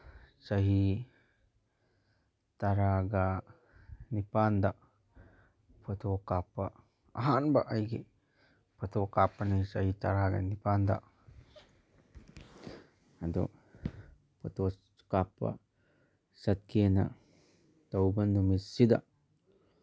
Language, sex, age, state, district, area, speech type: Manipuri, male, 30-45, Manipur, Imphal East, rural, spontaneous